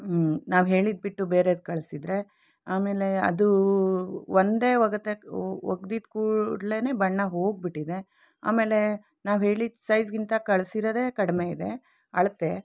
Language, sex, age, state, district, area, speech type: Kannada, female, 45-60, Karnataka, Shimoga, urban, spontaneous